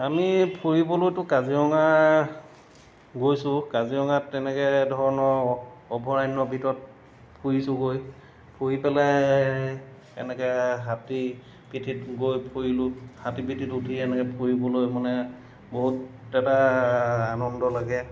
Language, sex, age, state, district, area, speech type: Assamese, male, 45-60, Assam, Golaghat, urban, spontaneous